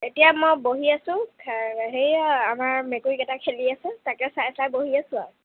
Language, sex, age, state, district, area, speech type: Assamese, female, 18-30, Assam, Kamrup Metropolitan, urban, conversation